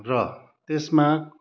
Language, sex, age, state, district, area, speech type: Nepali, male, 30-45, West Bengal, Kalimpong, rural, spontaneous